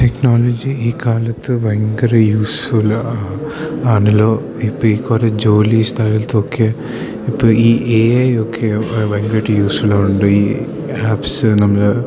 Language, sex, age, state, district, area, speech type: Malayalam, male, 18-30, Kerala, Idukki, rural, spontaneous